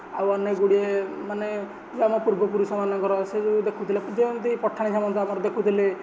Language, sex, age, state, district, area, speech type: Odia, male, 18-30, Odisha, Nayagarh, rural, spontaneous